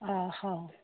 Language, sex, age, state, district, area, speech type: Odia, female, 60+, Odisha, Jharsuguda, rural, conversation